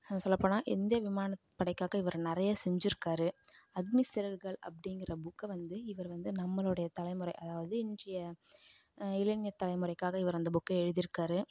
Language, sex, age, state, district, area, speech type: Tamil, female, 18-30, Tamil Nadu, Kallakurichi, rural, spontaneous